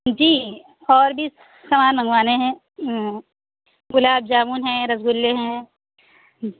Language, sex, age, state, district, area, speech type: Urdu, female, 18-30, Uttar Pradesh, Lucknow, rural, conversation